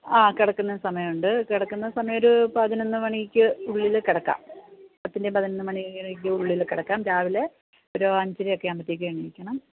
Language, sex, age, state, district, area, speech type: Malayalam, female, 45-60, Kerala, Idukki, rural, conversation